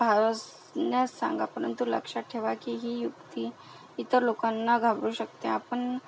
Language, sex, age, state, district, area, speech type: Marathi, female, 30-45, Maharashtra, Akola, rural, spontaneous